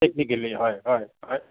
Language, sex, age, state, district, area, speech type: Assamese, male, 45-60, Assam, Kamrup Metropolitan, urban, conversation